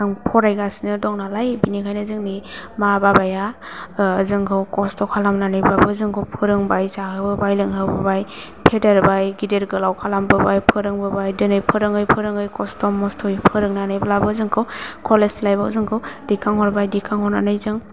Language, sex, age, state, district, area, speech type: Bodo, female, 18-30, Assam, Chirang, rural, spontaneous